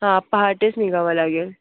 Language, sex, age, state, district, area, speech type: Marathi, female, 18-30, Maharashtra, Thane, urban, conversation